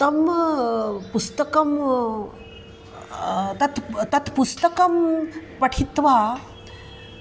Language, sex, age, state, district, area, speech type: Sanskrit, female, 45-60, Maharashtra, Nagpur, urban, spontaneous